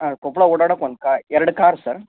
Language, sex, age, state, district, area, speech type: Kannada, male, 18-30, Karnataka, Koppal, rural, conversation